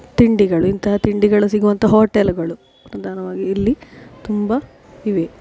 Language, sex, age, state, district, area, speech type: Kannada, female, 45-60, Karnataka, Dakshina Kannada, rural, spontaneous